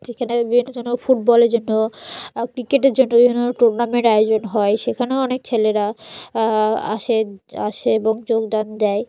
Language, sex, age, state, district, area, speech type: Bengali, female, 18-30, West Bengal, Murshidabad, urban, spontaneous